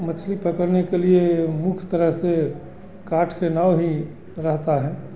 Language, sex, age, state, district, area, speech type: Hindi, male, 60+, Bihar, Begusarai, urban, spontaneous